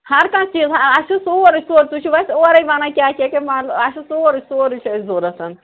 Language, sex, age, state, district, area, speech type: Kashmiri, male, 30-45, Jammu and Kashmir, Srinagar, urban, conversation